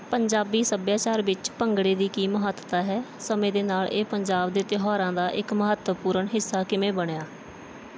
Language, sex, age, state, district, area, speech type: Punjabi, female, 18-30, Punjab, Bathinda, rural, spontaneous